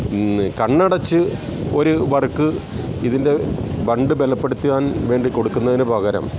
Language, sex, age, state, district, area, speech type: Malayalam, male, 45-60, Kerala, Alappuzha, rural, spontaneous